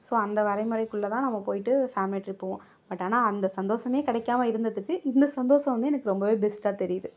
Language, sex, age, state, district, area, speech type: Tamil, female, 30-45, Tamil Nadu, Mayiladuthurai, rural, spontaneous